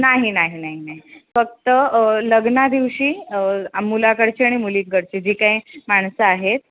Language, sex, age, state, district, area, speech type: Marathi, female, 18-30, Maharashtra, Sindhudurg, rural, conversation